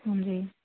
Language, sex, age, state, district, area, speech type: Punjabi, female, 18-30, Punjab, Hoshiarpur, urban, conversation